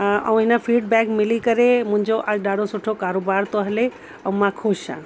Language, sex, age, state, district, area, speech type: Sindhi, female, 30-45, Uttar Pradesh, Lucknow, urban, spontaneous